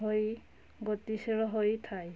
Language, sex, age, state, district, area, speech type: Odia, female, 45-60, Odisha, Mayurbhanj, rural, spontaneous